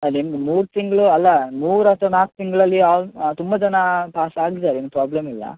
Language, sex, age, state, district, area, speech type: Kannada, male, 18-30, Karnataka, Udupi, rural, conversation